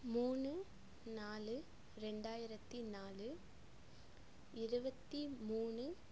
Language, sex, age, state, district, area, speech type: Tamil, female, 18-30, Tamil Nadu, Coimbatore, rural, spontaneous